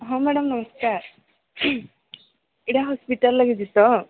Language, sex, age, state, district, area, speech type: Odia, female, 18-30, Odisha, Sambalpur, rural, conversation